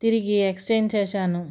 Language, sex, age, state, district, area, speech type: Telugu, female, 45-60, Andhra Pradesh, Guntur, rural, spontaneous